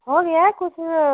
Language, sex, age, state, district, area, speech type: Hindi, female, 45-60, Uttar Pradesh, Prayagraj, rural, conversation